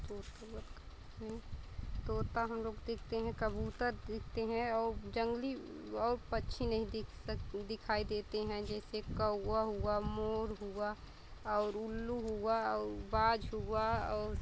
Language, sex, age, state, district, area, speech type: Hindi, female, 30-45, Uttar Pradesh, Pratapgarh, rural, spontaneous